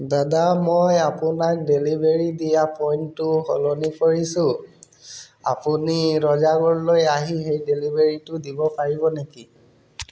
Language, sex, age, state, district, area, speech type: Assamese, male, 30-45, Assam, Tinsukia, urban, spontaneous